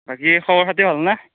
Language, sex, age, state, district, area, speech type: Assamese, male, 18-30, Assam, Darrang, rural, conversation